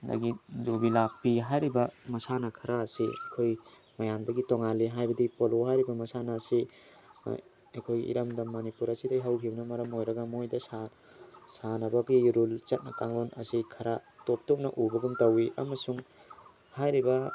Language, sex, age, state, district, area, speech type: Manipuri, male, 18-30, Manipur, Tengnoupal, rural, spontaneous